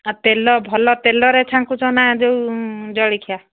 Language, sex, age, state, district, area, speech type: Odia, female, 45-60, Odisha, Angul, rural, conversation